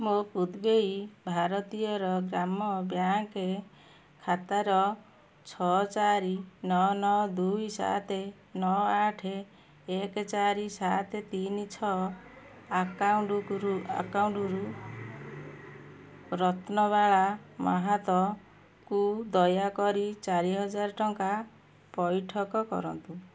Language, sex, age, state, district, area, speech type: Odia, female, 45-60, Odisha, Kendujhar, urban, read